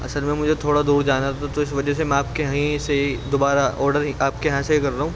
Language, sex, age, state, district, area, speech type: Urdu, male, 18-30, Delhi, Central Delhi, urban, spontaneous